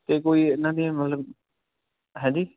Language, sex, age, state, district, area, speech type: Punjabi, male, 18-30, Punjab, Fatehgarh Sahib, rural, conversation